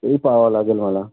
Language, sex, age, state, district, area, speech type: Marathi, male, 45-60, Maharashtra, Nagpur, urban, conversation